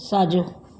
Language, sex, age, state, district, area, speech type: Sindhi, female, 45-60, Delhi, South Delhi, urban, read